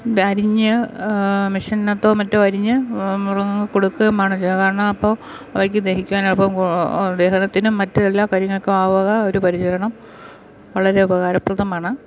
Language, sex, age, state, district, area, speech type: Malayalam, female, 45-60, Kerala, Pathanamthitta, rural, spontaneous